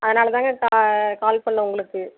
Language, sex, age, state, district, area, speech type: Tamil, female, 30-45, Tamil Nadu, Namakkal, rural, conversation